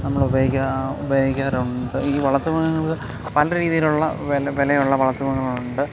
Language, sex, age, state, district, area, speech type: Malayalam, male, 30-45, Kerala, Alappuzha, rural, spontaneous